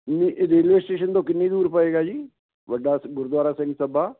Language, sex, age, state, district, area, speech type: Punjabi, male, 60+, Punjab, Fazilka, rural, conversation